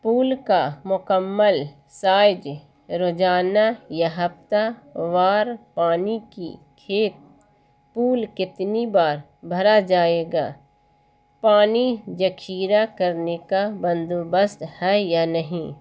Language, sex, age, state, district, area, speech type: Urdu, female, 60+, Bihar, Gaya, urban, spontaneous